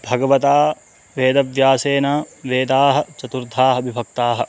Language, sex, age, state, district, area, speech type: Sanskrit, male, 18-30, Bihar, Madhubani, rural, spontaneous